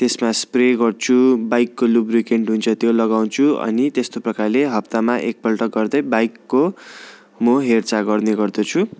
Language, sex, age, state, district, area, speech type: Nepali, male, 18-30, West Bengal, Darjeeling, rural, spontaneous